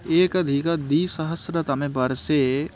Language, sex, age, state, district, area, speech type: Sanskrit, male, 18-30, West Bengal, Paschim Medinipur, urban, spontaneous